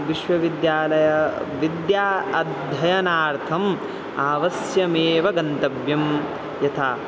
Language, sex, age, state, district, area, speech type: Sanskrit, male, 18-30, Bihar, Madhubani, rural, spontaneous